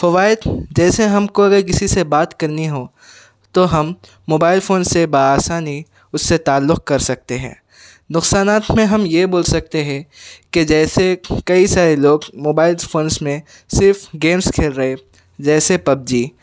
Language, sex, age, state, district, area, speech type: Urdu, male, 18-30, Telangana, Hyderabad, urban, spontaneous